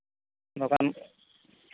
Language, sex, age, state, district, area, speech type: Santali, male, 18-30, West Bengal, Bankura, rural, conversation